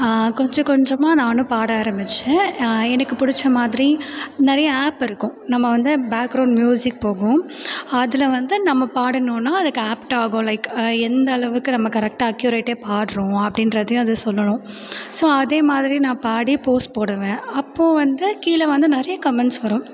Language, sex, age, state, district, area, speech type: Tamil, female, 18-30, Tamil Nadu, Mayiladuthurai, rural, spontaneous